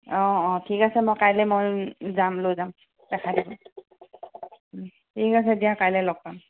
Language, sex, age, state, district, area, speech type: Assamese, female, 45-60, Assam, Charaideo, urban, conversation